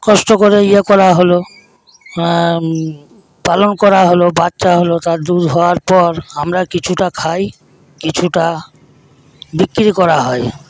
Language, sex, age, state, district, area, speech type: Bengali, male, 60+, West Bengal, Paschim Medinipur, rural, spontaneous